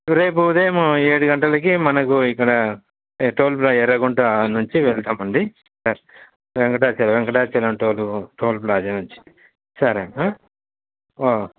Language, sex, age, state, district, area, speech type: Telugu, male, 30-45, Andhra Pradesh, Nellore, urban, conversation